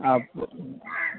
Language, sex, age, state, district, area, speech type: Malayalam, male, 18-30, Kerala, Kasaragod, rural, conversation